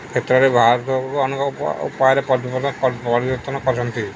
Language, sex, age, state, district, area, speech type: Odia, male, 60+, Odisha, Sundergarh, urban, spontaneous